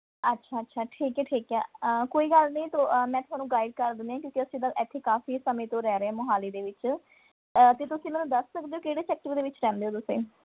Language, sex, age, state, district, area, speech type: Punjabi, female, 30-45, Punjab, Mohali, rural, conversation